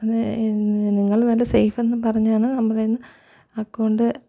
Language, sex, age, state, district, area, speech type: Malayalam, female, 30-45, Kerala, Thiruvananthapuram, rural, spontaneous